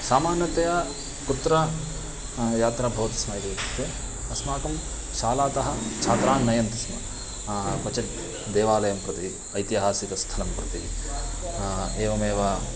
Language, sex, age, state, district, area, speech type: Sanskrit, male, 18-30, Karnataka, Uttara Kannada, rural, spontaneous